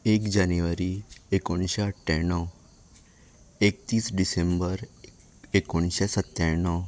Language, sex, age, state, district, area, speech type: Goan Konkani, male, 18-30, Goa, Ponda, rural, spontaneous